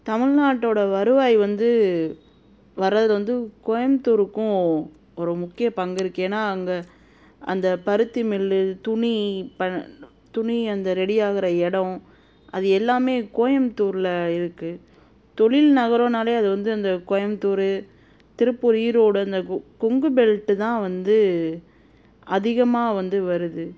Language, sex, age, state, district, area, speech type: Tamil, female, 30-45, Tamil Nadu, Madurai, urban, spontaneous